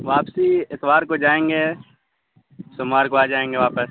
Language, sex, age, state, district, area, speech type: Urdu, male, 18-30, Bihar, Saharsa, rural, conversation